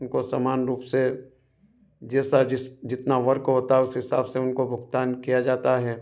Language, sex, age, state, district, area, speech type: Hindi, male, 45-60, Madhya Pradesh, Ujjain, urban, spontaneous